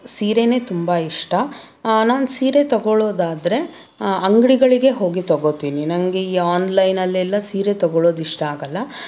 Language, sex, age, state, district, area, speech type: Kannada, female, 30-45, Karnataka, Davanagere, urban, spontaneous